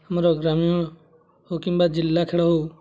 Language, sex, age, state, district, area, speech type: Odia, male, 18-30, Odisha, Mayurbhanj, rural, spontaneous